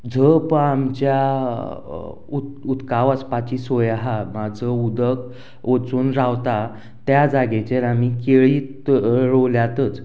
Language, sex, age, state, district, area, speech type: Goan Konkani, male, 30-45, Goa, Canacona, rural, spontaneous